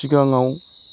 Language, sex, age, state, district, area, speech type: Bodo, male, 45-60, Assam, Chirang, rural, spontaneous